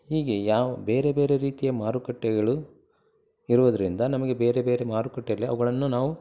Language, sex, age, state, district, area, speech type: Kannada, male, 30-45, Karnataka, Koppal, rural, spontaneous